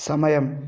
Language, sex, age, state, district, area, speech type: Telugu, male, 18-30, Telangana, Yadadri Bhuvanagiri, urban, read